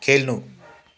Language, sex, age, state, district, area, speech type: Nepali, male, 45-60, West Bengal, Kalimpong, rural, read